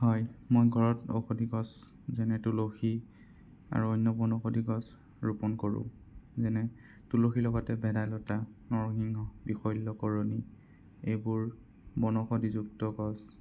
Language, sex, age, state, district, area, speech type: Assamese, male, 18-30, Assam, Sonitpur, rural, spontaneous